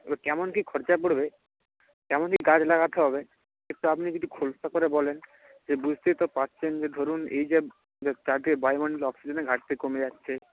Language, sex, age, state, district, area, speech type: Bengali, male, 30-45, West Bengal, Jalpaiguri, rural, conversation